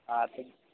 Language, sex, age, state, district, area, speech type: Gujarati, male, 18-30, Gujarat, Aravalli, urban, conversation